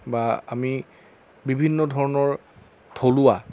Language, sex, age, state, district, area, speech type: Assamese, male, 30-45, Assam, Jorhat, urban, spontaneous